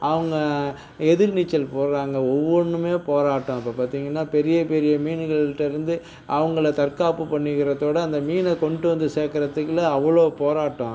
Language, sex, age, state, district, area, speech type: Tamil, male, 45-60, Tamil Nadu, Nagapattinam, rural, spontaneous